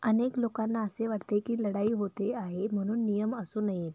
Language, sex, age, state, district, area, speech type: Marathi, female, 18-30, Maharashtra, Sangli, rural, read